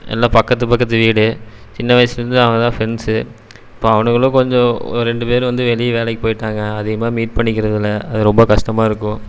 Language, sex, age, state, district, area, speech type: Tamil, male, 18-30, Tamil Nadu, Erode, rural, spontaneous